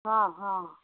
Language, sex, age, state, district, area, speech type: Assamese, female, 45-60, Assam, Majuli, urban, conversation